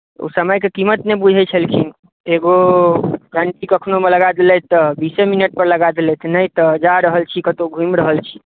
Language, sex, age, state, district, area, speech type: Maithili, male, 18-30, Bihar, Madhubani, rural, conversation